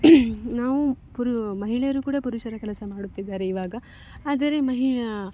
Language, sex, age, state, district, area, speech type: Kannada, female, 18-30, Karnataka, Dakshina Kannada, rural, spontaneous